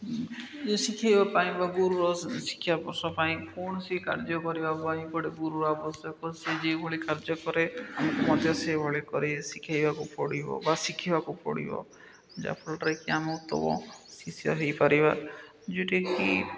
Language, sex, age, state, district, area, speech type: Odia, male, 30-45, Odisha, Malkangiri, urban, spontaneous